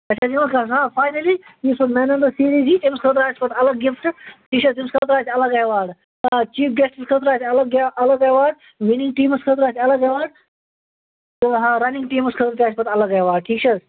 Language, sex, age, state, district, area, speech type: Kashmiri, male, 30-45, Jammu and Kashmir, Bandipora, rural, conversation